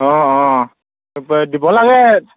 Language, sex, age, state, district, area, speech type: Assamese, male, 18-30, Assam, Sivasagar, rural, conversation